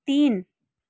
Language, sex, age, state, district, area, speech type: Nepali, female, 30-45, West Bengal, Kalimpong, rural, read